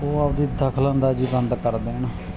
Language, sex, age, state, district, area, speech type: Punjabi, male, 30-45, Punjab, Mansa, urban, spontaneous